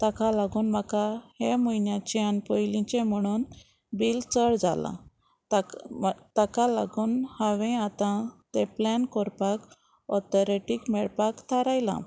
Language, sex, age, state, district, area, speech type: Goan Konkani, female, 30-45, Goa, Murmgao, rural, spontaneous